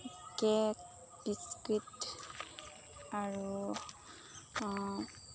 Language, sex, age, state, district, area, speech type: Assamese, female, 30-45, Assam, Nagaon, rural, spontaneous